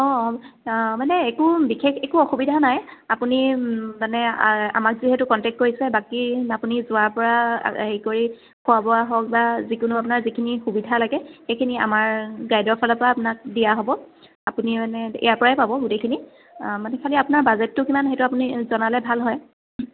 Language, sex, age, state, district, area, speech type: Assamese, female, 30-45, Assam, Dibrugarh, urban, conversation